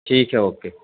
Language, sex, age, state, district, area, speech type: Urdu, male, 30-45, Uttar Pradesh, Gautam Buddha Nagar, urban, conversation